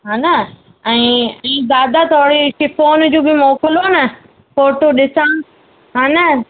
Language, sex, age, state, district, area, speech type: Sindhi, female, 30-45, Rajasthan, Ajmer, urban, conversation